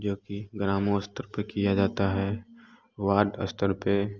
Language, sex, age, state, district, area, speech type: Hindi, male, 18-30, Bihar, Samastipur, rural, spontaneous